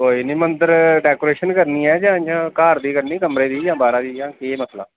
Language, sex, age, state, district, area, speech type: Dogri, male, 30-45, Jammu and Kashmir, Samba, rural, conversation